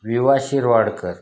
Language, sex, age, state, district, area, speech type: Marathi, male, 45-60, Maharashtra, Osmanabad, rural, spontaneous